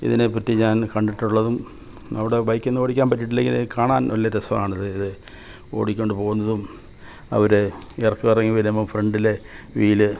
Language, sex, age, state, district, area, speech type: Malayalam, male, 60+, Kerala, Kollam, rural, spontaneous